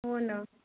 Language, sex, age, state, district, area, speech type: Marathi, male, 18-30, Maharashtra, Nagpur, urban, conversation